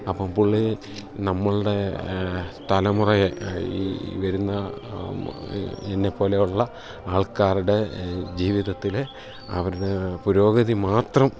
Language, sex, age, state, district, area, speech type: Malayalam, male, 45-60, Kerala, Kottayam, rural, spontaneous